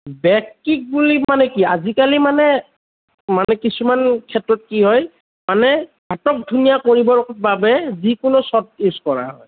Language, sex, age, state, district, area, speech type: Assamese, male, 30-45, Assam, Kamrup Metropolitan, urban, conversation